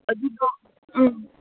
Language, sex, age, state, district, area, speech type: Manipuri, female, 18-30, Manipur, Senapati, rural, conversation